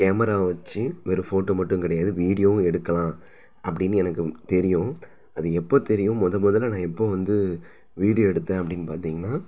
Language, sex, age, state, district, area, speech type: Tamil, male, 30-45, Tamil Nadu, Thanjavur, rural, spontaneous